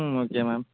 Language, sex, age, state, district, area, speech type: Tamil, male, 18-30, Tamil Nadu, Tiruvarur, urban, conversation